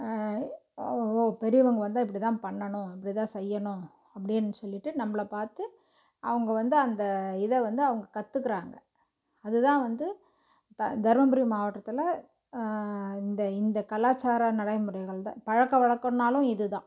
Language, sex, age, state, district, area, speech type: Tamil, female, 45-60, Tamil Nadu, Dharmapuri, urban, spontaneous